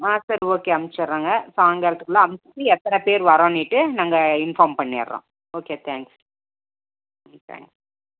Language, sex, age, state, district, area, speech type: Tamil, female, 45-60, Tamil Nadu, Dharmapuri, rural, conversation